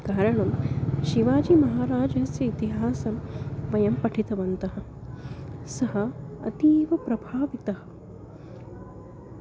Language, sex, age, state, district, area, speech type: Sanskrit, female, 30-45, Maharashtra, Nagpur, urban, spontaneous